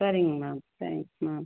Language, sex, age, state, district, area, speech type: Tamil, female, 30-45, Tamil Nadu, Tiruchirappalli, rural, conversation